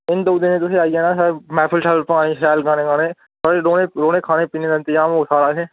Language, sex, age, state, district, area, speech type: Dogri, male, 18-30, Jammu and Kashmir, Udhampur, rural, conversation